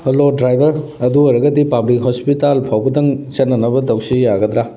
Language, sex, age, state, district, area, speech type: Manipuri, male, 45-60, Manipur, Thoubal, rural, spontaneous